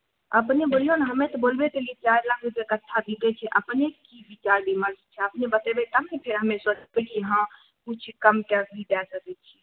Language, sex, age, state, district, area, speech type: Maithili, female, 18-30, Bihar, Begusarai, urban, conversation